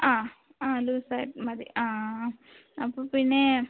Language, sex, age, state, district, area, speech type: Malayalam, female, 30-45, Kerala, Thiruvananthapuram, rural, conversation